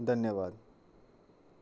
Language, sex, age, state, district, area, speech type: Dogri, male, 18-30, Jammu and Kashmir, Kathua, rural, spontaneous